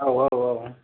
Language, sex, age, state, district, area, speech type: Bodo, male, 30-45, Assam, Kokrajhar, rural, conversation